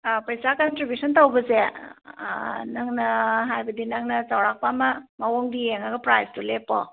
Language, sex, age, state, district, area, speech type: Manipuri, female, 45-60, Manipur, Tengnoupal, rural, conversation